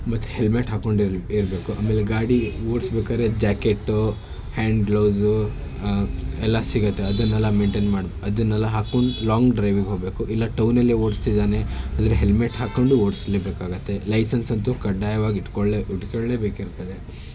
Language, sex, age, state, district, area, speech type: Kannada, male, 18-30, Karnataka, Shimoga, rural, spontaneous